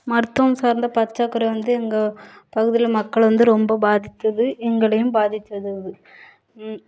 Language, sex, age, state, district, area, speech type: Tamil, female, 30-45, Tamil Nadu, Thoothukudi, urban, spontaneous